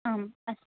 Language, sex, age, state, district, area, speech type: Sanskrit, other, 18-30, Andhra Pradesh, Chittoor, urban, conversation